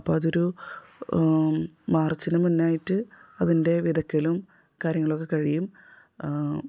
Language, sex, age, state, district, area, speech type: Malayalam, female, 30-45, Kerala, Thrissur, urban, spontaneous